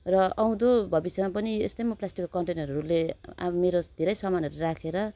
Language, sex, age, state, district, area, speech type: Nepali, female, 30-45, West Bengal, Darjeeling, rural, spontaneous